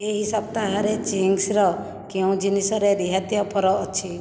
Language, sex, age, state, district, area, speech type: Odia, female, 60+, Odisha, Jajpur, rural, read